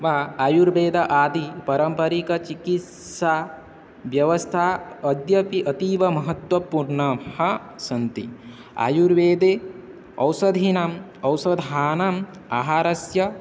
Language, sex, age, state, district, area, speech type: Sanskrit, male, 18-30, Odisha, Balangir, rural, spontaneous